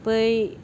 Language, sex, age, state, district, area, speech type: Bodo, female, 60+, Assam, Baksa, rural, spontaneous